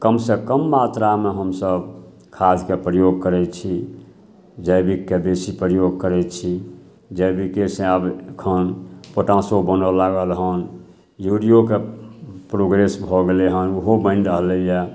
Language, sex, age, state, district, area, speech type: Maithili, male, 60+, Bihar, Samastipur, urban, spontaneous